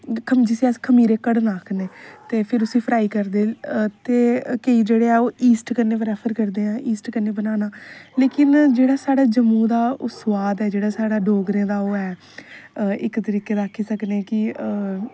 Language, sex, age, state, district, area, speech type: Dogri, female, 18-30, Jammu and Kashmir, Samba, rural, spontaneous